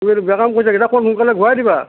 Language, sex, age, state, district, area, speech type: Assamese, male, 60+, Assam, Tinsukia, rural, conversation